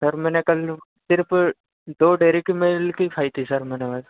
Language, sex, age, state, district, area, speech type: Hindi, male, 30-45, Madhya Pradesh, Harda, urban, conversation